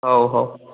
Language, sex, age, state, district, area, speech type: Odia, male, 18-30, Odisha, Boudh, rural, conversation